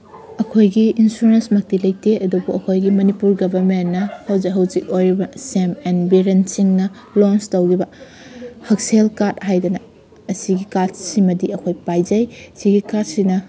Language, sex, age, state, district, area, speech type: Manipuri, female, 18-30, Manipur, Kakching, rural, spontaneous